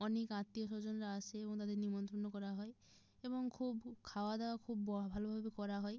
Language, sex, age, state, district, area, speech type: Bengali, female, 18-30, West Bengal, Jalpaiguri, rural, spontaneous